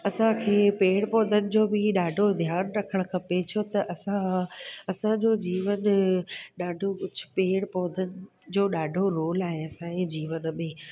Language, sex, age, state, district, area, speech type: Sindhi, female, 30-45, Gujarat, Surat, urban, spontaneous